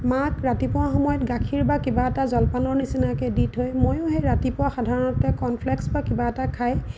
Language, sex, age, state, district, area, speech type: Assamese, female, 30-45, Assam, Lakhimpur, rural, spontaneous